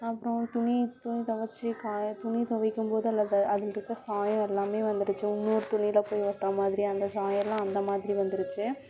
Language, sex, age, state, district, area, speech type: Tamil, female, 18-30, Tamil Nadu, Namakkal, rural, spontaneous